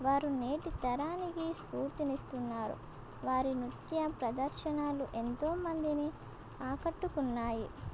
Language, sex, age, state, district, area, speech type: Telugu, female, 18-30, Telangana, Komaram Bheem, urban, spontaneous